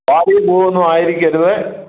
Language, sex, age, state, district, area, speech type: Malayalam, male, 60+, Kerala, Kottayam, rural, conversation